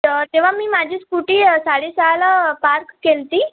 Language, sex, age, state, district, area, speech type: Marathi, female, 18-30, Maharashtra, Washim, rural, conversation